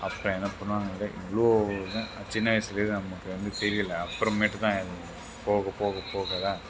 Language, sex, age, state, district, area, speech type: Tamil, male, 60+, Tamil Nadu, Tiruvarur, rural, spontaneous